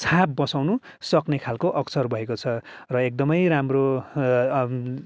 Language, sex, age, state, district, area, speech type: Nepali, male, 45-60, West Bengal, Kalimpong, rural, spontaneous